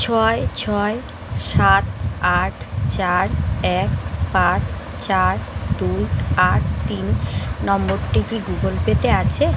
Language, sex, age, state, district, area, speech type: Bengali, female, 30-45, West Bengal, Uttar Dinajpur, urban, read